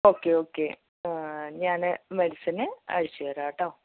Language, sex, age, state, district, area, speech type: Malayalam, female, 30-45, Kerala, Malappuram, rural, conversation